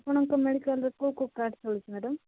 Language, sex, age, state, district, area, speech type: Odia, female, 18-30, Odisha, Koraput, urban, conversation